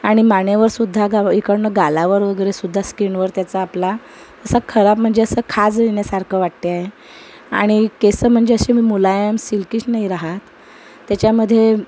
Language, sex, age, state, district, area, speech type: Marathi, female, 30-45, Maharashtra, Amravati, urban, spontaneous